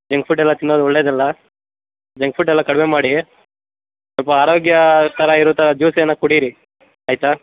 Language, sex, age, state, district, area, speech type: Kannada, male, 18-30, Karnataka, Kodagu, rural, conversation